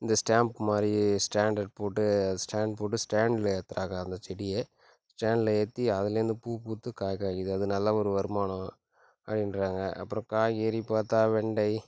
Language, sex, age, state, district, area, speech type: Tamil, male, 30-45, Tamil Nadu, Tiruchirappalli, rural, spontaneous